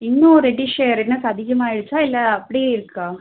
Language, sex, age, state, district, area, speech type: Tamil, female, 18-30, Tamil Nadu, Cuddalore, urban, conversation